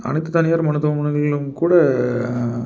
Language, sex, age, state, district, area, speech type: Tamil, male, 30-45, Tamil Nadu, Tiruppur, urban, spontaneous